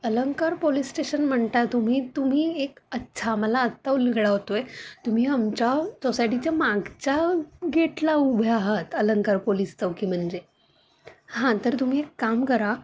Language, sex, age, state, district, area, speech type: Marathi, female, 30-45, Maharashtra, Pune, urban, spontaneous